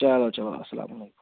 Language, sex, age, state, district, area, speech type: Kashmiri, male, 30-45, Jammu and Kashmir, Anantnag, rural, conversation